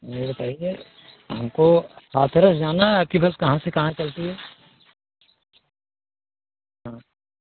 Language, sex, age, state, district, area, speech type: Hindi, male, 60+, Uttar Pradesh, Ayodhya, rural, conversation